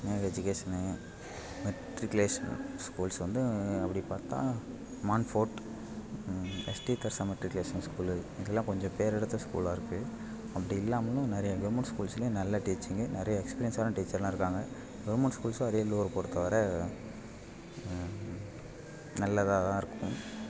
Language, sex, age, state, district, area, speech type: Tamil, male, 18-30, Tamil Nadu, Ariyalur, rural, spontaneous